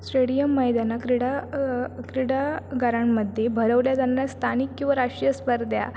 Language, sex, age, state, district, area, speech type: Marathi, female, 18-30, Maharashtra, Sindhudurg, rural, spontaneous